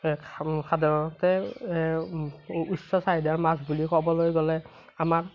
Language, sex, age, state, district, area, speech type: Assamese, male, 30-45, Assam, Morigaon, rural, spontaneous